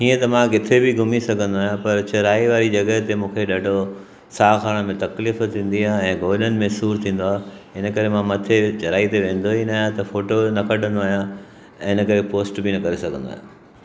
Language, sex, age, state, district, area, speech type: Sindhi, male, 60+, Maharashtra, Mumbai Suburban, urban, spontaneous